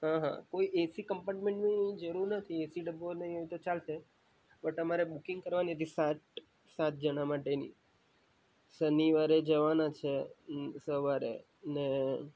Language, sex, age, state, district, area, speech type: Gujarati, male, 18-30, Gujarat, Valsad, rural, spontaneous